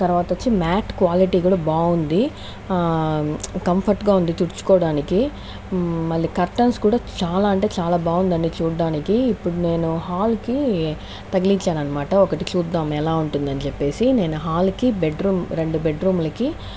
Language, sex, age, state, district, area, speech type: Telugu, female, 30-45, Andhra Pradesh, Chittoor, rural, spontaneous